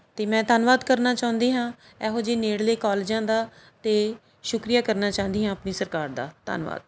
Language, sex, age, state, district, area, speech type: Punjabi, male, 45-60, Punjab, Pathankot, rural, spontaneous